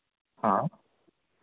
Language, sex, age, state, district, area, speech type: Hindi, male, 18-30, Uttar Pradesh, Varanasi, rural, conversation